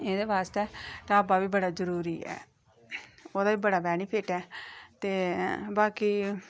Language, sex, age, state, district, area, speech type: Dogri, female, 30-45, Jammu and Kashmir, Reasi, rural, spontaneous